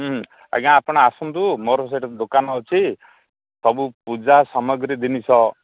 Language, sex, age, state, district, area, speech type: Odia, male, 45-60, Odisha, Koraput, rural, conversation